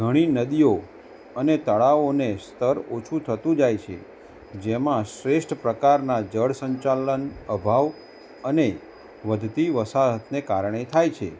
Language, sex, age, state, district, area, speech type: Gujarati, male, 30-45, Gujarat, Kheda, urban, spontaneous